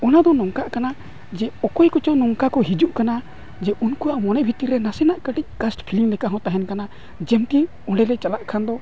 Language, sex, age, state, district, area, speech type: Santali, male, 45-60, Odisha, Mayurbhanj, rural, spontaneous